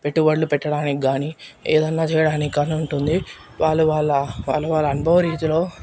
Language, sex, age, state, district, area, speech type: Telugu, male, 18-30, Telangana, Nirmal, urban, spontaneous